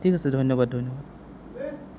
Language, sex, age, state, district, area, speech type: Assamese, male, 30-45, Assam, Golaghat, urban, spontaneous